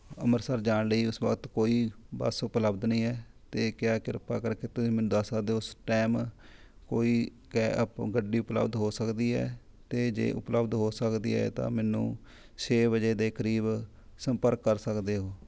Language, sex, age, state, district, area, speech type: Punjabi, male, 30-45, Punjab, Rupnagar, rural, spontaneous